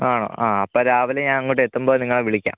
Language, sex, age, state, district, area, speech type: Malayalam, male, 18-30, Kerala, Kottayam, rural, conversation